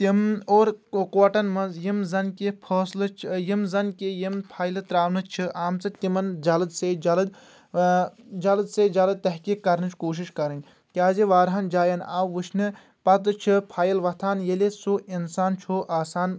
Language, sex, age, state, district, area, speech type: Kashmiri, male, 18-30, Jammu and Kashmir, Kulgam, rural, spontaneous